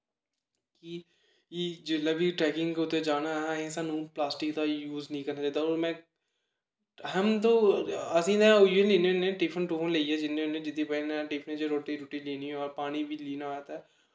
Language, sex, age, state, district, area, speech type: Dogri, male, 18-30, Jammu and Kashmir, Kathua, rural, spontaneous